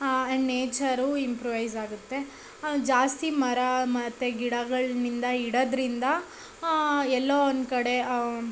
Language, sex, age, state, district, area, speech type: Kannada, female, 18-30, Karnataka, Tumkur, urban, spontaneous